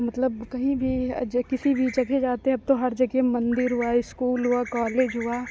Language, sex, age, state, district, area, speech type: Hindi, female, 30-45, Uttar Pradesh, Lucknow, rural, spontaneous